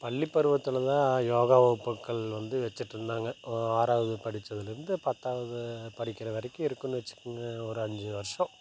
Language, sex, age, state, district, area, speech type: Tamil, male, 30-45, Tamil Nadu, Tiruppur, rural, spontaneous